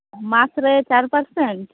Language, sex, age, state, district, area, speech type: Santali, female, 18-30, West Bengal, Malda, rural, conversation